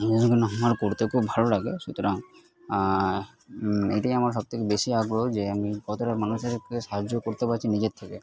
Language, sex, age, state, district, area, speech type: Bengali, male, 30-45, West Bengal, Purba Bardhaman, urban, spontaneous